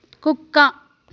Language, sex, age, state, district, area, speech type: Telugu, female, 45-60, Andhra Pradesh, Sri Balaji, urban, read